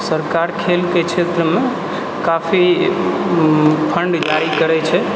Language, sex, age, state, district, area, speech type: Maithili, male, 30-45, Bihar, Purnia, rural, spontaneous